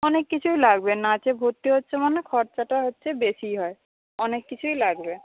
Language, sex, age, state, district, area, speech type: Bengali, female, 18-30, West Bengal, Paschim Medinipur, rural, conversation